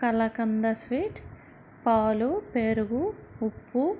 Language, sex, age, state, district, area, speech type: Telugu, female, 30-45, Andhra Pradesh, Vizianagaram, urban, spontaneous